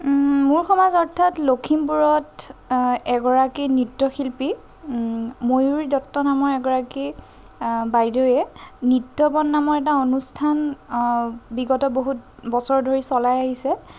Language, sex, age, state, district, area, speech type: Assamese, female, 30-45, Assam, Lakhimpur, rural, spontaneous